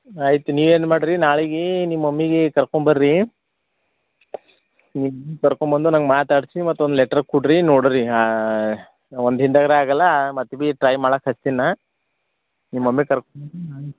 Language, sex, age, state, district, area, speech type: Kannada, male, 45-60, Karnataka, Bidar, rural, conversation